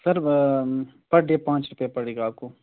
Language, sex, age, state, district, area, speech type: Urdu, male, 18-30, Jammu and Kashmir, Srinagar, urban, conversation